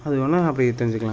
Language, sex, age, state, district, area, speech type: Tamil, male, 18-30, Tamil Nadu, Dharmapuri, rural, spontaneous